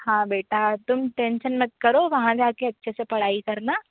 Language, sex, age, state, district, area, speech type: Hindi, female, 30-45, Madhya Pradesh, Bhopal, urban, conversation